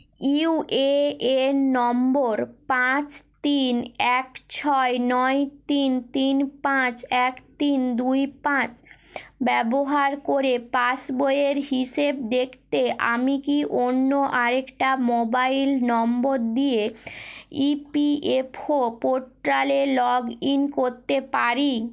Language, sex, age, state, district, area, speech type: Bengali, female, 18-30, West Bengal, Nadia, rural, read